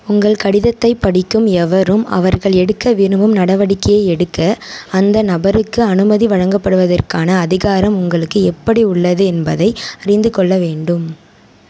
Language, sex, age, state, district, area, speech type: Tamil, female, 18-30, Tamil Nadu, Tiruvarur, urban, read